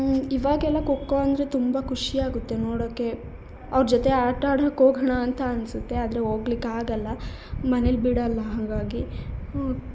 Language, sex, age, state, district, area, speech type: Kannada, female, 30-45, Karnataka, Hassan, urban, spontaneous